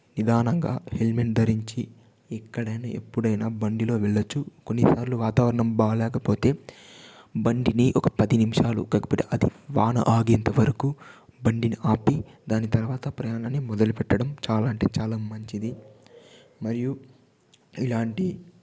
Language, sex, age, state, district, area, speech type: Telugu, male, 18-30, Andhra Pradesh, Chittoor, urban, spontaneous